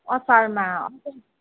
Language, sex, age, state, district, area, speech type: Nepali, female, 30-45, West Bengal, Jalpaiguri, urban, conversation